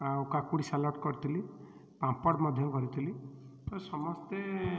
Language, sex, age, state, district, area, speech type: Odia, male, 30-45, Odisha, Puri, urban, spontaneous